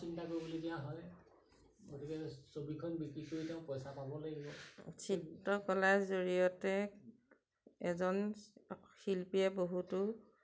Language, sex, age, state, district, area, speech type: Assamese, female, 45-60, Assam, Majuli, rural, spontaneous